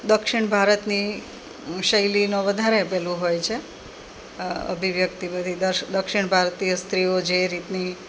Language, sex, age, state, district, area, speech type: Gujarati, female, 45-60, Gujarat, Rajkot, urban, spontaneous